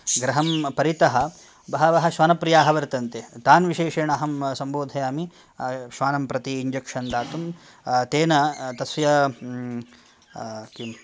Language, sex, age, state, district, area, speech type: Sanskrit, male, 30-45, Karnataka, Dakshina Kannada, rural, spontaneous